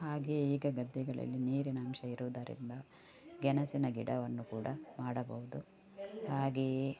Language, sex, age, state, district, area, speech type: Kannada, female, 45-60, Karnataka, Udupi, rural, spontaneous